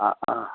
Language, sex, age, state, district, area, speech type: Kannada, male, 60+, Karnataka, Shimoga, urban, conversation